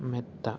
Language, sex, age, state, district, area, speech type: Malayalam, male, 30-45, Kerala, Palakkad, rural, read